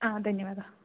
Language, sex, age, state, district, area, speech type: Sanskrit, female, 18-30, Kerala, Idukki, rural, conversation